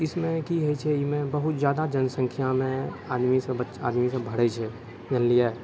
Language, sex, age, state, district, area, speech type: Maithili, male, 60+, Bihar, Purnia, urban, spontaneous